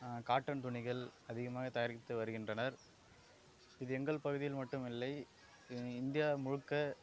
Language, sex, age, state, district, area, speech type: Tamil, male, 18-30, Tamil Nadu, Kallakurichi, rural, spontaneous